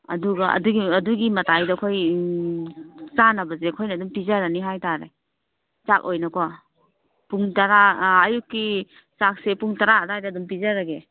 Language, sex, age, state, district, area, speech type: Manipuri, female, 30-45, Manipur, Kangpokpi, urban, conversation